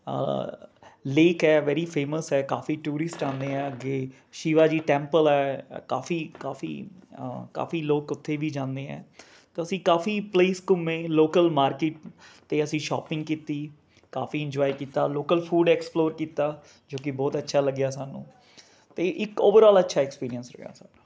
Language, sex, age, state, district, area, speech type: Punjabi, male, 30-45, Punjab, Rupnagar, urban, spontaneous